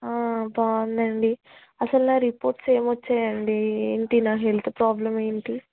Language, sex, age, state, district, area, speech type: Telugu, female, 18-30, Telangana, Ranga Reddy, urban, conversation